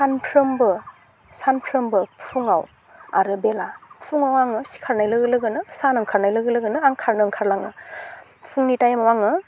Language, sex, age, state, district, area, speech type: Bodo, female, 18-30, Assam, Udalguri, urban, spontaneous